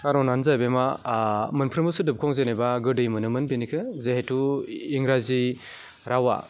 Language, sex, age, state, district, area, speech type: Bodo, male, 18-30, Assam, Baksa, urban, spontaneous